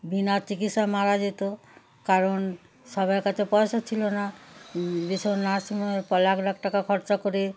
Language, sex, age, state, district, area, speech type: Bengali, female, 60+, West Bengal, Darjeeling, rural, spontaneous